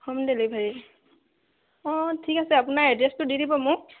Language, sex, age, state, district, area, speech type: Assamese, female, 18-30, Assam, Tinsukia, urban, conversation